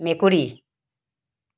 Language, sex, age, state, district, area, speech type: Assamese, female, 45-60, Assam, Tinsukia, urban, read